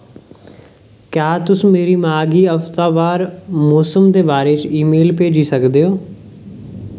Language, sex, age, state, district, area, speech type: Dogri, male, 18-30, Jammu and Kashmir, Jammu, rural, read